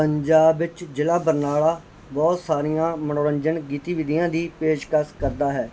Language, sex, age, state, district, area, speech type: Punjabi, male, 30-45, Punjab, Barnala, urban, spontaneous